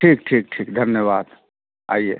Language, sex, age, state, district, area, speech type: Hindi, male, 30-45, Bihar, Samastipur, urban, conversation